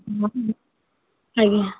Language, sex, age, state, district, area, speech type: Odia, female, 60+, Odisha, Jharsuguda, rural, conversation